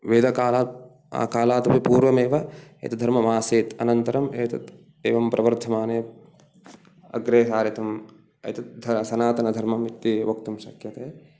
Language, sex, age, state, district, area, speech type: Sanskrit, male, 30-45, Karnataka, Uttara Kannada, rural, spontaneous